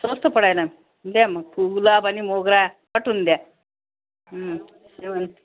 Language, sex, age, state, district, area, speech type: Marathi, female, 60+, Maharashtra, Nanded, rural, conversation